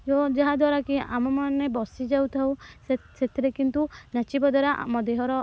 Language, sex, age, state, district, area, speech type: Odia, female, 18-30, Odisha, Kendrapara, urban, spontaneous